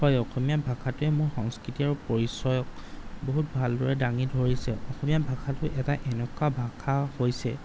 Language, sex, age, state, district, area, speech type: Assamese, male, 30-45, Assam, Golaghat, urban, spontaneous